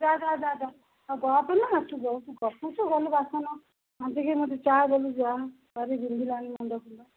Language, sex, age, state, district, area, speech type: Odia, female, 30-45, Odisha, Cuttack, urban, conversation